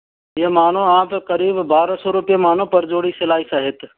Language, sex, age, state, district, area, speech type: Hindi, male, 45-60, Rajasthan, Karauli, rural, conversation